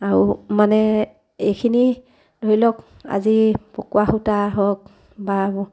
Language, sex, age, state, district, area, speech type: Assamese, female, 30-45, Assam, Sivasagar, rural, spontaneous